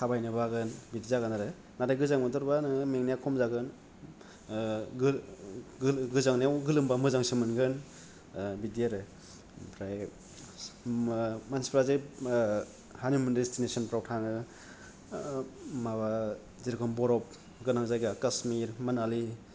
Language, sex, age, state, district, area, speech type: Bodo, male, 30-45, Assam, Kokrajhar, rural, spontaneous